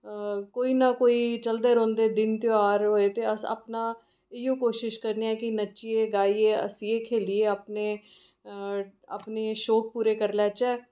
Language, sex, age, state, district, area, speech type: Dogri, female, 30-45, Jammu and Kashmir, Reasi, urban, spontaneous